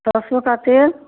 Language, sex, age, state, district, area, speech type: Hindi, female, 60+, Uttar Pradesh, Mau, rural, conversation